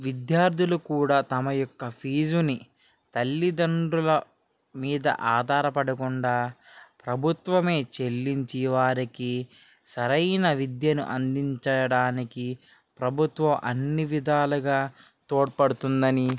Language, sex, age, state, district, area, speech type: Telugu, male, 18-30, Andhra Pradesh, Srikakulam, urban, spontaneous